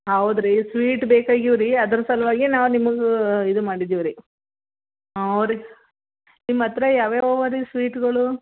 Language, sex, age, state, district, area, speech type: Kannada, female, 45-60, Karnataka, Gulbarga, urban, conversation